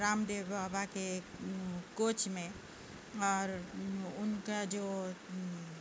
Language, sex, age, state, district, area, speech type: Urdu, female, 60+, Telangana, Hyderabad, urban, spontaneous